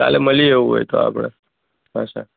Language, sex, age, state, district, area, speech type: Gujarati, male, 45-60, Gujarat, Surat, rural, conversation